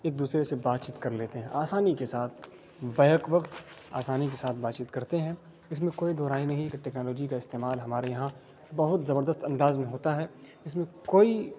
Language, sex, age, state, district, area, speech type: Urdu, male, 30-45, Bihar, Khagaria, rural, spontaneous